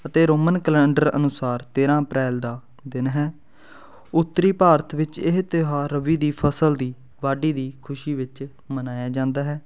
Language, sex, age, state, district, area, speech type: Punjabi, male, 18-30, Punjab, Fatehgarh Sahib, rural, spontaneous